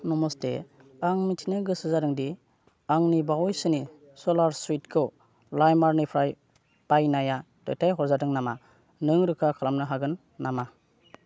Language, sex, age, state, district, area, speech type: Bodo, male, 30-45, Assam, Kokrajhar, rural, read